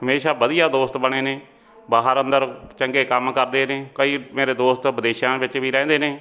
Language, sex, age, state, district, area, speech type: Punjabi, male, 45-60, Punjab, Fatehgarh Sahib, rural, spontaneous